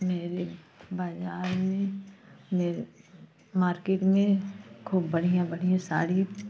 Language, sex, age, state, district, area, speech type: Hindi, female, 45-60, Uttar Pradesh, Jaunpur, rural, spontaneous